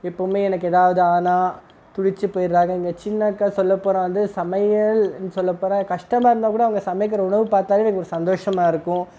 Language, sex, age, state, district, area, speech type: Tamil, male, 30-45, Tamil Nadu, Krishnagiri, rural, spontaneous